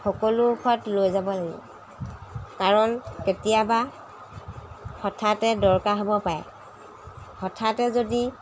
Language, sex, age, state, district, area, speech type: Assamese, female, 45-60, Assam, Jorhat, urban, spontaneous